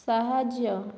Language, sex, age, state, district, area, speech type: Odia, female, 45-60, Odisha, Boudh, rural, read